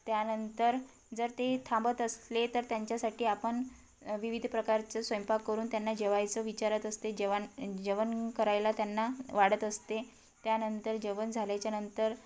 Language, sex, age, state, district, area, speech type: Marathi, female, 30-45, Maharashtra, Wardha, rural, spontaneous